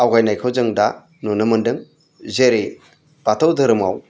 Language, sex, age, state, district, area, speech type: Bodo, male, 60+, Assam, Udalguri, urban, spontaneous